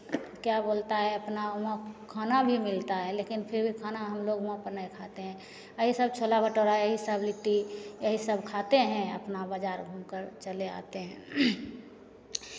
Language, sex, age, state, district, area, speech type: Hindi, female, 45-60, Bihar, Begusarai, urban, spontaneous